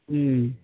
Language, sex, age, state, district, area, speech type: Maithili, female, 45-60, Bihar, Araria, rural, conversation